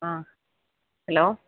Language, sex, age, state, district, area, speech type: Malayalam, female, 30-45, Kerala, Kollam, rural, conversation